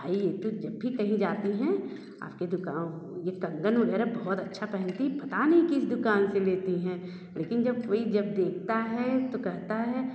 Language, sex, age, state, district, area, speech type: Hindi, female, 30-45, Uttar Pradesh, Bhadohi, urban, spontaneous